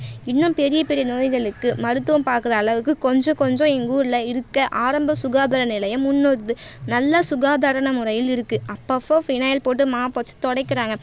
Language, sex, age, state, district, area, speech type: Tamil, female, 18-30, Tamil Nadu, Tiruvannamalai, rural, spontaneous